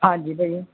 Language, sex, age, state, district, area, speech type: Punjabi, male, 18-30, Punjab, Shaheed Bhagat Singh Nagar, rural, conversation